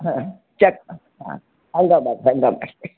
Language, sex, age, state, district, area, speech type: Kannada, female, 60+, Karnataka, Gadag, rural, conversation